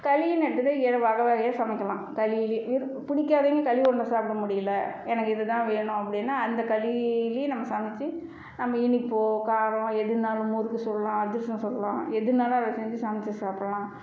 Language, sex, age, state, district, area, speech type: Tamil, female, 45-60, Tamil Nadu, Salem, rural, spontaneous